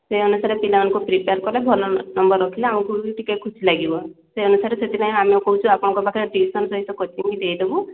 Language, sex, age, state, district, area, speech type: Odia, female, 30-45, Odisha, Mayurbhanj, rural, conversation